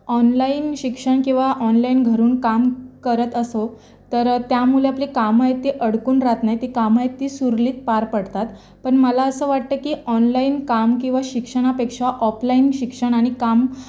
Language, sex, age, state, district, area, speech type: Marathi, female, 18-30, Maharashtra, Raigad, rural, spontaneous